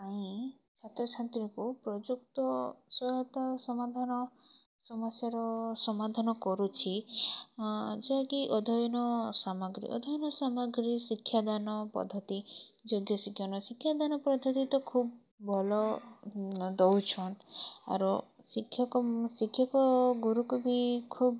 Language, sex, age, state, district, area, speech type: Odia, female, 18-30, Odisha, Kalahandi, rural, spontaneous